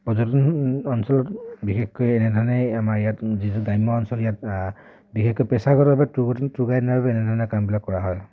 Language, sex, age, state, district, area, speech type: Assamese, male, 18-30, Assam, Dhemaji, rural, spontaneous